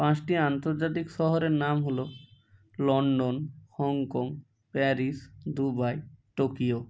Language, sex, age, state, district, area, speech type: Bengali, male, 30-45, West Bengal, Bankura, urban, spontaneous